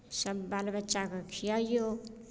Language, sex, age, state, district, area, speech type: Maithili, female, 45-60, Bihar, Darbhanga, rural, spontaneous